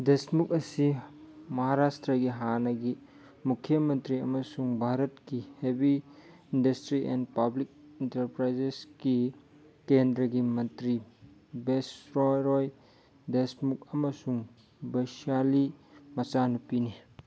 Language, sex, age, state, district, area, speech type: Manipuri, male, 30-45, Manipur, Churachandpur, rural, read